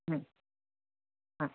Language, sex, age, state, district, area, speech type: Sanskrit, female, 45-60, Karnataka, Chamarajanagar, rural, conversation